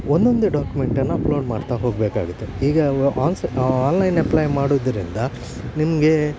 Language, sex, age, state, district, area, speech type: Kannada, male, 45-60, Karnataka, Udupi, rural, spontaneous